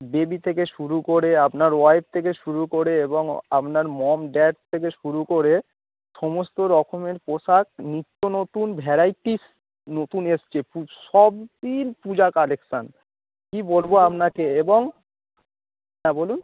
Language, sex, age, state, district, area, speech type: Bengali, male, 30-45, West Bengal, Howrah, urban, conversation